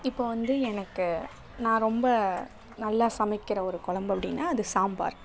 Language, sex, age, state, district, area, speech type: Tamil, female, 30-45, Tamil Nadu, Thanjavur, urban, spontaneous